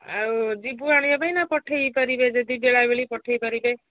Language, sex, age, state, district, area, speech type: Odia, female, 60+, Odisha, Gajapati, rural, conversation